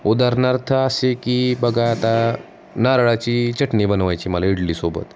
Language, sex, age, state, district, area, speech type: Marathi, male, 30-45, Maharashtra, Osmanabad, rural, spontaneous